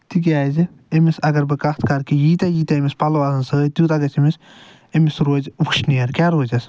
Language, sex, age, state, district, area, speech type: Kashmiri, male, 60+, Jammu and Kashmir, Ganderbal, urban, spontaneous